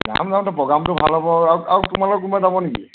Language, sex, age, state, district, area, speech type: Assamese, male, 30-45, Assam, Nagaon, rural, conversation